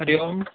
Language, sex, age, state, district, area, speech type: Sanskrit, male, 18-30, Kerala, Palakkad, urban, conversation